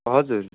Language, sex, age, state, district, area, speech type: Nepali, male, 18-30, West Bengal, Darjeeling, rural, conversation